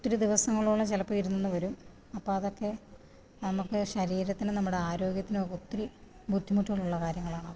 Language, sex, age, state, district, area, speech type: Malayalam, female, 30-45, Kerala, Pathanamthitta, rural, spontaneous